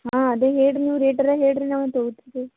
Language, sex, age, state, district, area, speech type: Kannada, female, 18-30, Karnataka, Gulbarga, rural, conversation